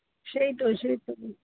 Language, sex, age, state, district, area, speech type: Bengali, female, 45-60, West Bengal, Alipurduar, rural, conversation